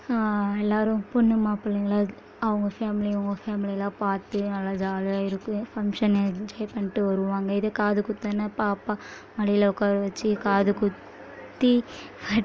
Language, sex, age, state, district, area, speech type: Tamil, female, 18-30, Tamil Nadu, Kallakurichi, rural, spontaneous